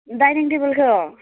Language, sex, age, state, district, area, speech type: Bodo, female, 18-30, Assam, Udalguri, urban, conversation